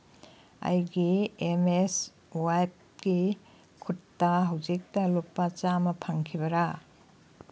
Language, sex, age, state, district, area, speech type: Manipuri, female, 60+, Manipur, Kangpokpi, urban, read